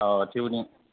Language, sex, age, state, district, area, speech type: Bodo, male, 30-45, Assam, Kokrajhar, rural, conversation